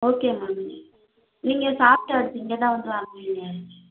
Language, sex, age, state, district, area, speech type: Tamil, female, 18-30, Tamil Nadu, Madurai, rural, conversation